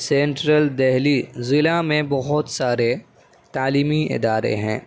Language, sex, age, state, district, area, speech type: Urdu, male, 18-30, Delhi, Central Delhi, urban, spontaneous